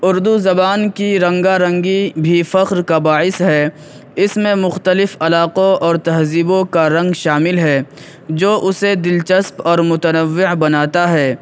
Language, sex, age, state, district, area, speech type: Urdu, male, 18-30, Uttar Pradesh, Saharanpur, urban, spontaneous